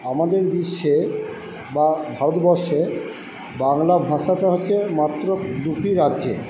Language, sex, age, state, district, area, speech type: Bengali, male, 30-45, West Bengal, Purba Bardhaman, urban, spontaneous